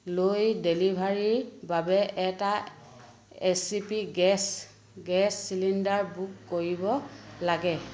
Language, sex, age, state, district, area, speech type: Assamese, female, 45-60, Assam, Sivasagar, rural, read